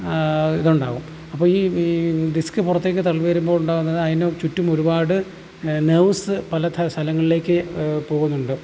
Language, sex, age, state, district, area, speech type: Malayalam, male, 30-45, Kerala, Alappuzha, rural, spontaneous